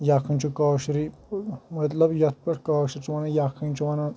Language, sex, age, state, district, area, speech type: Kashmiri, male, 18-30, Jammu and Kashmir, Shopian, rural, spontaneous